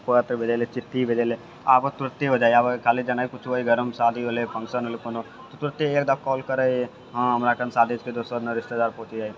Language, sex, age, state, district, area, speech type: Maithili, male, 60+, Bihar, Purnia, rural, spontaneous